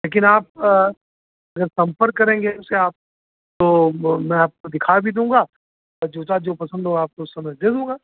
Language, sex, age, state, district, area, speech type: Hindi, male, 60+, Uttar Pradesh, Azamgarh, rural, conversation